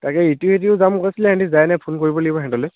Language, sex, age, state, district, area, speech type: Assamese, male, 18-30, Assam, Dibrugarh, rural, conversation